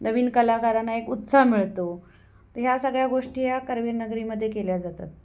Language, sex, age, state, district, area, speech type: Marathi, female, 45-60, Maharashtra, Kolhapur, rural, spontaneous